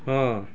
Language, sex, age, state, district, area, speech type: Odia, male, 45-60, Odisha, Kendrapara, urban, spontaneous